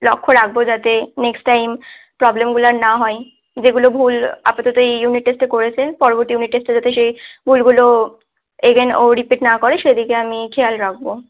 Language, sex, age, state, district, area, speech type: Bengali, female, 18-30, West Bengal, Malda, rural, conversation